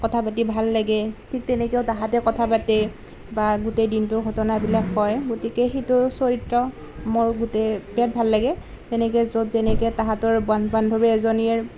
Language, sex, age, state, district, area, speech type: Assamese, female, 18-30, Assam, Nalbari, rural, spontaneous